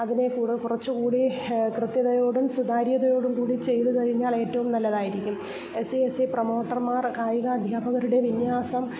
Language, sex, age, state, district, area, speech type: Malayalam, female, 45-60, Kerala, Kollam, rural, spontaneous